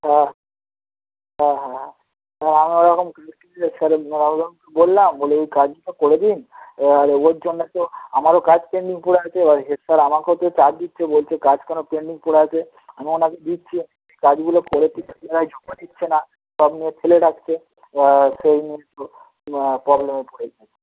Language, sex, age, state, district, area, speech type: Bengali, male, 18-30, West Bengal, Darjeeling, rural, conversation